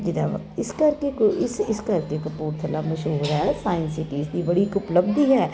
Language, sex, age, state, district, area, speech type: Punjabi, female, 30-45, Punjab, Kapurthala, urban, spontaneous